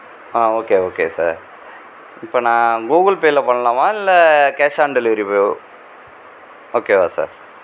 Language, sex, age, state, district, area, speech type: Tamil, male, 45-60, Tamil Nadu, Mayiladuthurai, rural, spontaneous